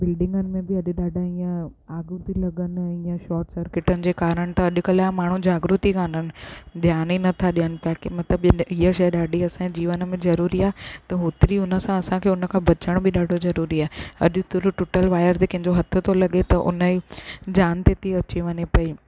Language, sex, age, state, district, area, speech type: Sindhi, female, 18-30, Gujarat, Surat, urban, spontaneous